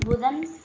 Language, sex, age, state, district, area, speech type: Tamil, female, 18-30, Tamil Nadu, Kallakurichi, rural, spontaneous